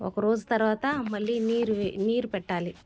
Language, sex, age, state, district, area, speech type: Telugu, female, 30-45, Andhra Pradesh, Sri Balaji, rural, spontaneous